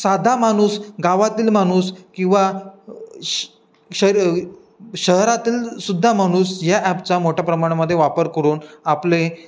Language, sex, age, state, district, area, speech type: Marathi, male, 18-30, Maharashtra, Ratnagiri, rural, spontaneous